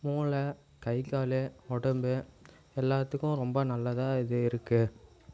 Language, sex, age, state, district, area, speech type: Tamil, male, 18-30, Tamil Nadu, Namakkal, rural, spontaneous